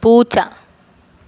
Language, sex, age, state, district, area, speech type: Malayalam, female, 30-45, Kerala, Kannur, rural, read